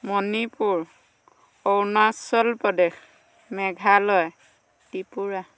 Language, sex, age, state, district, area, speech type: Assamese, female, 45-60, Assam, Dhemaji, rural, spontaneous